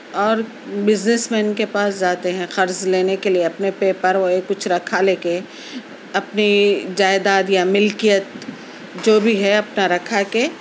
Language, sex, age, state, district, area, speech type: Urdu, female, 30-45, Telangana, Hyderabad, urban, spontaneous